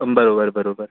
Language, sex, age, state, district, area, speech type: Marathi, male, 45-60, Maharashtra, Yavatmal, urban, conversation